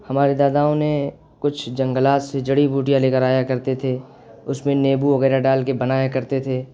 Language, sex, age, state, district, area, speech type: Urdu, male, 18-30, Uttar Pradesh, Siddharthnagar, rural, spontaneous